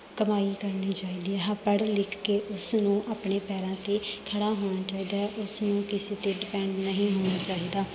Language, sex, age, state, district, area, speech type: Punjabi, female, 18-30, Punjab, Bathinda, rural, spontaneous